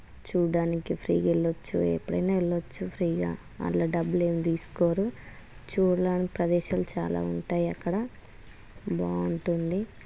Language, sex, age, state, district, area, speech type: Telugu, female, 30-45, Telangana, Hanamkonda, rural, spontaneous